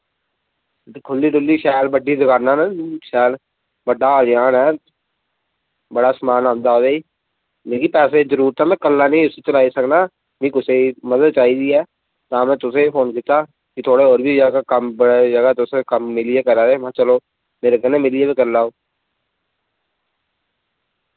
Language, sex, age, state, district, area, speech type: Dogri, male, 18-30, Jammu and Kashmir, Reasi, rural, conversation